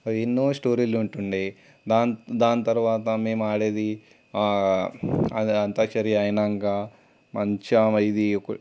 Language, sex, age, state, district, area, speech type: Telugu, male, 18-30, Telangana, Ranga Reddy, urban, spontaneous